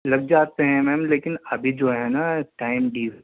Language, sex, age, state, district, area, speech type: Urdu, male, 30-45, Delhi, Central Delhi, urban, conversation